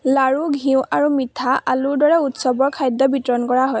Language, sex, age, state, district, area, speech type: Assamese, female, 18-30, Assam, Majuli, urban, read